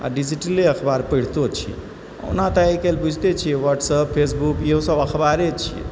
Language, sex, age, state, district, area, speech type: Maithili, male, 45-60, Bihar, Supaul, rural, spontaneous